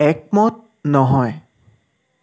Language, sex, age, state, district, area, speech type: Assamese, male, 18-30, Assam, Sivasagar, rural, read